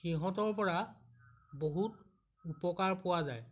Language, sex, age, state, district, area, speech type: Assamese, male, 60+, Assam, Majuli, urban, spontaneous